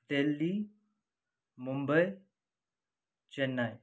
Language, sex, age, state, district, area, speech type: Nepali, male, 30-45, West Bengal, Kalimpong, rural, spontaneous